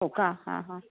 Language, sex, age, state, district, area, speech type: Marathi, female, 30-45, Maharashtra, Osmanabad, rural, conversation